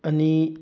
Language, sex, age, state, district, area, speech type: Manipuri, male, 18-30, Manipur, Bishnupur, rural, read